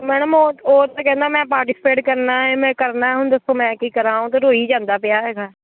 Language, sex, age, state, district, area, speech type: Punjabi, female, 30-45, Punjab, Kapurthala, urban, conversation